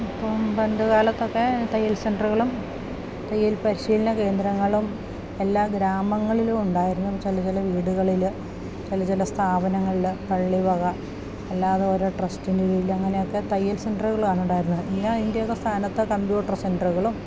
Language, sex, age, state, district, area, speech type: Malayalam, female, 45-60, Kerala, Idukki, rural, spontaneous